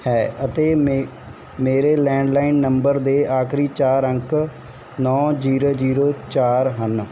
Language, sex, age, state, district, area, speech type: Punjabi, male, 18-30, Punjab, Barnala, rural, read